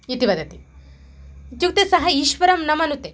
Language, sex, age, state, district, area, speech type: Sanskrit, female, 30-45, Telangana, Mahbubnagar, urban, spontaneous